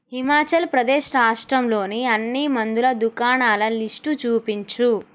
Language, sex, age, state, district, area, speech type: Telugu, female, 18-30, Telangana, Nalgonda, rural, read